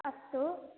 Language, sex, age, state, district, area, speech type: Sanskrit, female, 18-30, Kerala, Malappuram, urban, conversation